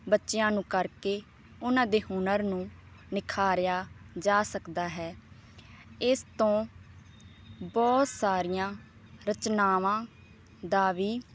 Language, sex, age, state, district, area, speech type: Punjabi, female, 18-30, Punjab, Fazilka, rural, spontaneous